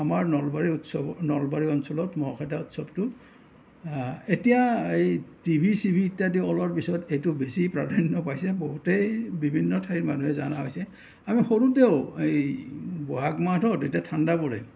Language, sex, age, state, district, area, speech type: Assamese, male, 60+, Assam, Nalbari, rural, spontaneous